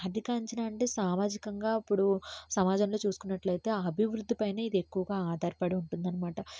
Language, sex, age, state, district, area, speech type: Telugu, female, 18-30, Andhra Pradesh, N T Rama Rao, urban, spontaneous